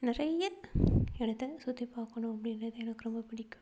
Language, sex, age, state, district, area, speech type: Tamil, female, 18-30, Tamil Nadu, Perambalur, rural, spontaneous